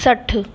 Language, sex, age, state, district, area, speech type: Sindhi, female, 18-30, Maharashtra, Mumbai Suburban, urban, spontaneous